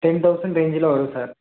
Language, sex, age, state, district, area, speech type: Tamil, male, 18-30, Tamil Nadu, Perambalur, rural, conversation